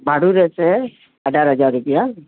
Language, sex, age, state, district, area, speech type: Gujarati, male, 45-60, Gujarat, Ahmedabad, urban, conversation